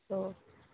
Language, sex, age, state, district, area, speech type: Assamese, female, 30-45, Assam, Kamrup Metropolitan, urban, conversation